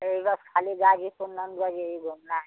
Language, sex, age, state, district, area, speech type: Hindi, female, 60+, Uttar Pradesh, Ghazipur, rural, conversation